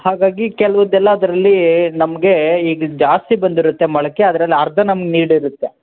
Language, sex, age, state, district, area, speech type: Kannada, male, 18-30, Karnataka, Kolar, rural, conversation